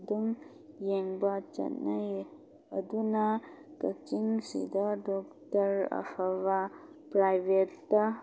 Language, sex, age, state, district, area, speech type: Manipuri, female, 18-30, Manipur, Kakching, rural, spontaneous